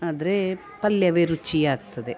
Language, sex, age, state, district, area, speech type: Kannada, female, 45-60, Karnataka, Dakshina Kannada, rural, spontaneous